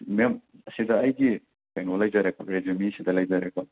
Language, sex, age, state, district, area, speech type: Manipuri, male, 18-30, Manipur, Imphal West, rural, conversation